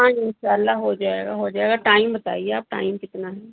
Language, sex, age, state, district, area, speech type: Urdu, female, 60+, Uttar Pradesh, Rampur, urban, conversation